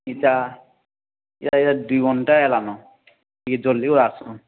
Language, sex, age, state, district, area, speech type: Odia, male, 45-60, Odisha, Nuapada, urban, conversation